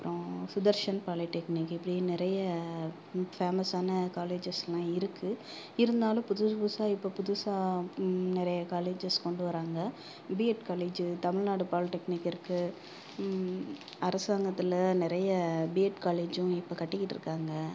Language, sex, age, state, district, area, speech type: Tamil, female, 30-45, Tamil Nadu, Pudukkottai, urban, spontaneous